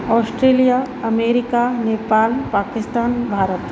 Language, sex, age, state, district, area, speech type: Sindhi, female, 30-45, Madhya Pradesh, Katni, urban, spontaneous